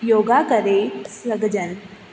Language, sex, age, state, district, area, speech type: Sindhi, female, 18-30, Rajasthan, Ajmer, urban, spontaneous